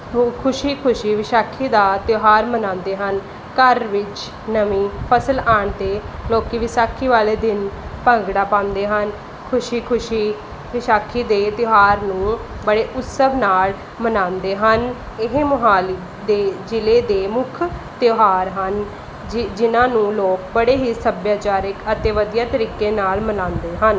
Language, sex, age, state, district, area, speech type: Punjabi, female, 30-45, Punjab, Mohali, rural, spontaneous